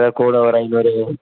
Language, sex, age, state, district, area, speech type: Tamil, male, 18-30, Tamil Nadu, Tiruppur, rural, conversation